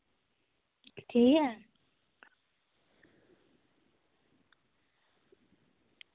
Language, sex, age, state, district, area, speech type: Dogri, female, 45-60, Jammu and Kashmir, Reasi, rural, conversation